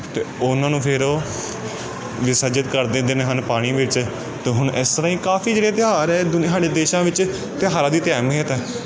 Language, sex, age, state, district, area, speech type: Punjabi, male, 30-45, Punjab, Amritsar, urban, spontaneous